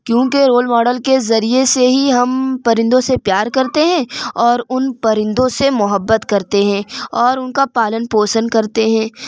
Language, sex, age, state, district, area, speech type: Urdu, female, 30-45, Uttar Pradesh, Lucknow, rural, spontaneous